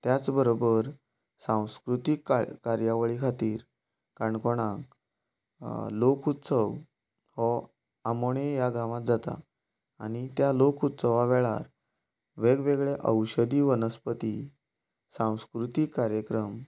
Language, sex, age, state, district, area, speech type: Goan Konkani, male, 30-45, Goa, Canacona, rural, spontaneous